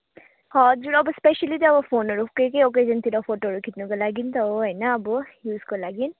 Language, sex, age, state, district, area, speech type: Nepali, female, 18-30, West Bengal, Kalimpong, rural, conversation